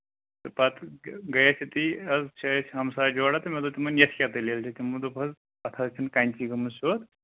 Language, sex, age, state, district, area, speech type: Kashmiri, male, 18-30, Jammu and Kashmir, Anantnag, rural, conversation